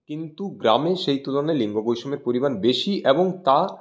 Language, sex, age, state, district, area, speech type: Bengali, male, 18-30, West Bengal, Purulia, urban, spontaneous